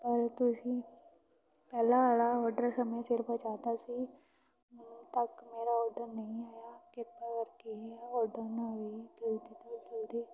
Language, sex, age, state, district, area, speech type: Punjabi, female, 18-30, Punjab, Fatehgarh Sahib, rural, spontaneous